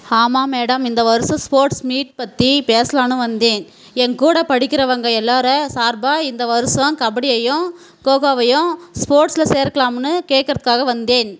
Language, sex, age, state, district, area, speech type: Tamil, female, 30-45, Tamil Nadu, Tirupattur, rural, read